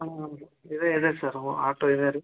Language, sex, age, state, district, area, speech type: Kannada, male, 30-45, Karnataka, Gadag, rural, conversation